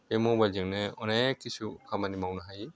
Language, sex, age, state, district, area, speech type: Bodo, male, 60+, Assam, Chirang, urban, spontaneous